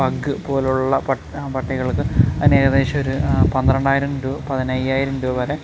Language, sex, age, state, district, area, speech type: Malayalam, male, 30-45, Kerala, Alappuzha, rural, spontaneous